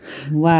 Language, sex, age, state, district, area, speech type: Kashmiri, female, 45-60, Jammu and Kashmir, Anantnag, rural, spontaneous